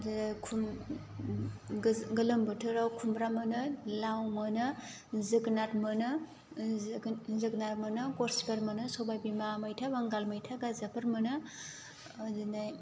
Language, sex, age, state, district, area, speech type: Bodo, female, 30-45, Assam, Chirang, rural, spontaneous